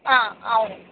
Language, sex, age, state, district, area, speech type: Telugu, female, 30-45, Telangana, Ranga Reddy, rural, conversation